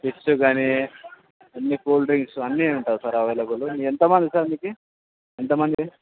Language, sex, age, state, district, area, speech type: Telugu, male, 30-45, Andhra Pradesh, Anantapur, rural, conversation